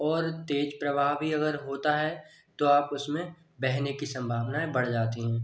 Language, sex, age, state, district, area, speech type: Hindi, male, 18-30, Madhya Pradesh, Bhopal, urban, spontaneous